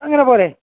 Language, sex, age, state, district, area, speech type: Malayalam, male, 30-45, Kerala, Alappuzha, rural, conversation